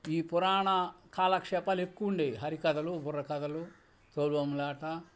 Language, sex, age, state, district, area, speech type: Telugu, male, 60+, Andhra Pradesh, Bapatla, urban, spontaneous